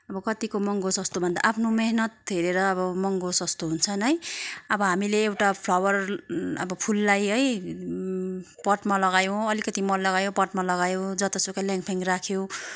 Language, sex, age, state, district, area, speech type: Nepali, female, 30-45, West Bengal, Kalimpong, rural, spontaneous